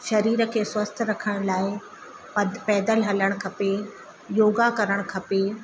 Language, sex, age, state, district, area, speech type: Sindhi, female, 30-45, Madhya Pradesh, Katni, urban, spontaneous